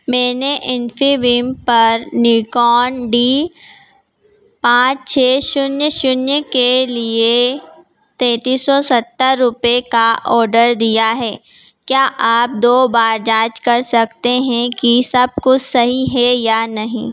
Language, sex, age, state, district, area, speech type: Hindi, female, 18-30, Madhya Pradesh, Harda, urban, read